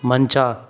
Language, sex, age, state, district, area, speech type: Kannada, male, 18-30, Karnataka, Chikkaballapur, urban, read